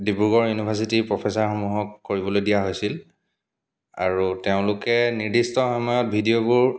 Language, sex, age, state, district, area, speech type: Assamese, male, 30-45, Assam, Dibrugarh, rural, spontaneous